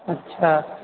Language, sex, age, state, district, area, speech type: Maithili, male, 30-45, Bihar, Purnia, rural, conversation